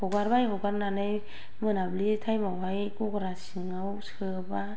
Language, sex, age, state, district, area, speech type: Bodo, female, 45-60, Assam, Kokrajhar, rural, spontaneous